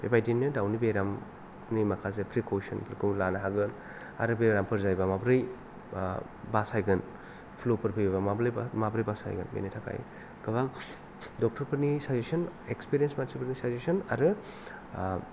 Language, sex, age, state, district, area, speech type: Bodo, male, 30-45, Assam, Kokrajhar, rural, spontaneous